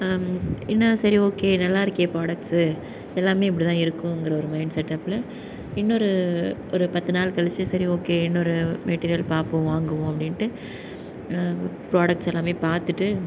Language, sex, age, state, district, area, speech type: Tamil, female, 18-30, Tamil Nadu, Nagapattinam, rural, spontaneous